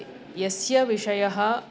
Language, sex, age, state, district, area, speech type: Sanskrit, female, 45-60, Andhra Pradesh, East Godavari, urban, spontaneous